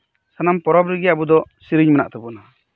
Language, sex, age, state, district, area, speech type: Santali, male, 30-45, West Bengal, Birbhum, rural, spontaneous